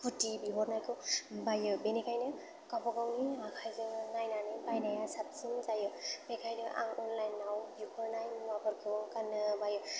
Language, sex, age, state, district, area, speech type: Bodo, female, 18-30, Assam, Chirang, urban, spontaneous